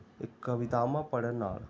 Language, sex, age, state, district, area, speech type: Punjabi, male, 30-45, Punjab, Pathankot, rural, spontaneous